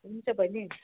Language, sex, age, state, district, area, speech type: Nepali, female, 45-60, West Bengal, Darjeeling, rural, conversation